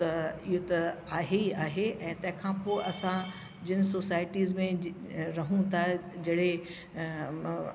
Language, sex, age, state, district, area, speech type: Sindhi, female, 60+, Delhi, South Delhi, urban, spontaneous